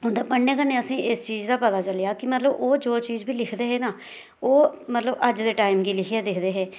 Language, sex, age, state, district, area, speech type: Dogri, female, 30-45, Jammu and Kashmir, Reasi, rural, spontaneous